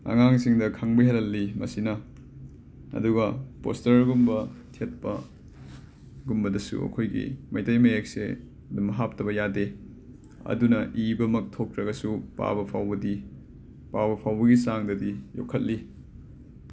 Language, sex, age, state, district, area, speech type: Manipuri, male, 18-30, Manipur, Imphal West, rural, spontaneous